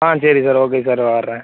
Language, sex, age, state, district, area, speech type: Tamil, male, 18-30, Tamil Nadu, Thoothukudi, rural, conversation